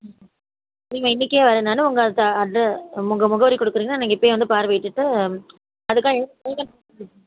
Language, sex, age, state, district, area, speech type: Tamil, female, 45-60, Tamil Nadu, Kanchipuram, urban, conversation